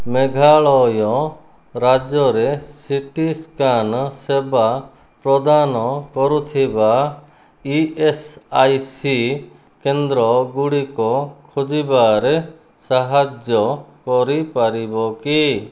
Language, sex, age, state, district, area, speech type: Odia, male, 30-45, Odisha, Kandhamal, rural, read